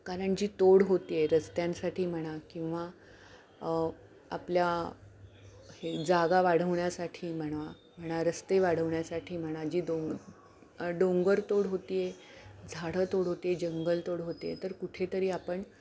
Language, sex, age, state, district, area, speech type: Marathi, female, 45-60, Maharashtra, Palghar, urban, spontaneous